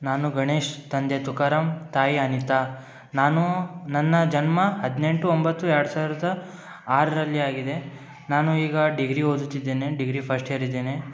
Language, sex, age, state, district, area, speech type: Kannada, male, 18-30, Karnataka, Gulbarga, urban, spontaneous